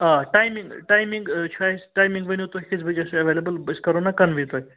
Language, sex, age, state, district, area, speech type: Kashmiri, male, 18-30, Jammu and Kashmir, Srinagar, urban, conversation